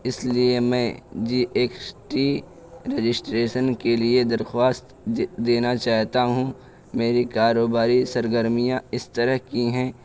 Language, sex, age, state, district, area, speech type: Urdu, male, 18-30, Uttar Pradesh, Balrampur, rural, spontaneous